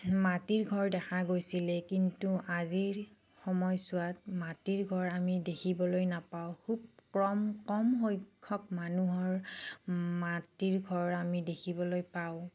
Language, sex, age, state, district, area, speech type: Assamese, female, 30-45, Assam, Nagaon, rural, spontaneous